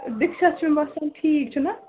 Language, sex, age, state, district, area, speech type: Kashmiri, female, 18-30, Jammu and Kashmir, Srinagar, urban, conversation